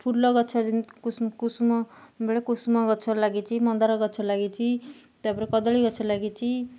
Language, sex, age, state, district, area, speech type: Odia, female, 30-45, Odisha, Jagatsinghpur, urban, spontaneous